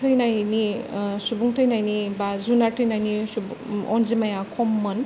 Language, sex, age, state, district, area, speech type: Bodo, female, 30-45, Assam, Kokrajhar, rural, spontaneous